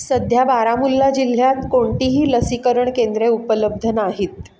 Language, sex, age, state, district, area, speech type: Marathi, female, 45-60, Maharashtra, Pune, urban, read